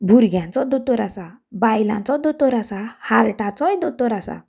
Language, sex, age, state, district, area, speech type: Goan Konkani, female, 30-45, Goa, Canacona, rural, spontaneous